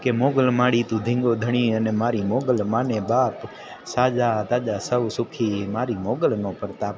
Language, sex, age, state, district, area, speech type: Gujarati, male, 18-30, Gujarat, Junagadh, urban, spontaneous